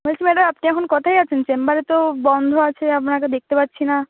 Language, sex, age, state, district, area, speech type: Bengali, female, 18-30, West Bengal, Purba Medinipur, rural, conversation